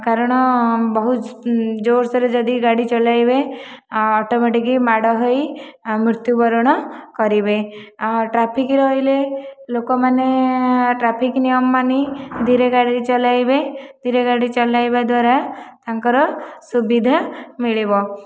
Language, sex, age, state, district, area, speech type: Odia, female, 30-45, Odisha, Khordha, rural, spontaneous